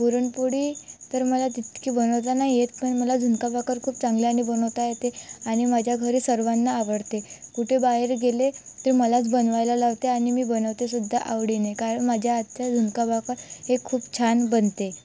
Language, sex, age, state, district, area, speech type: Marathi, female, 18-30, Maharashtra, Wardha, rural, spontaneous